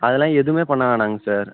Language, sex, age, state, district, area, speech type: Tamil, male, 18-30, Tamil Nadu, Ariyalur, rural, conversation